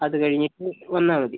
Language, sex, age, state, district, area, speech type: Malayalam, male, 18-30, Kerala, Wayanad, rural, conversation